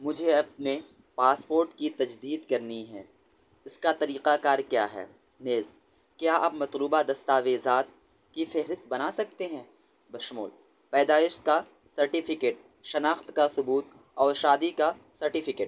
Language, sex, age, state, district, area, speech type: Urdu, male, 18-30, Delhi, North West Delhi, urban, read